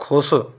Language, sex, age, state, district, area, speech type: Hindi, male, 30-45, Rajasthan, Bharatpur, rural, read